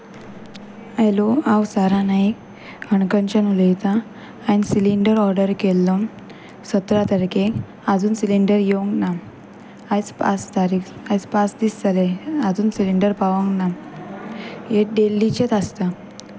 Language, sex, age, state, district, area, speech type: Goan Konkani, female, 18-30, Goa, Pernem, rural, spontaneous